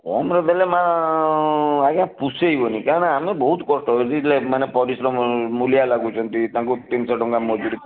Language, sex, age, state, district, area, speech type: Odia, male, 30-45, Odisha, Bhadrak, rural, conversation